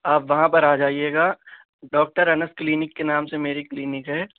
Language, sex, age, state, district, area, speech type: Urdu, male, 18-30, Uttar Pradesh, Shahjahanpur, rural, conversation